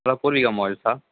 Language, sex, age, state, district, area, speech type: Tamil, male, 18-30, Tamil Nadu, Sivaganga, rural, conversation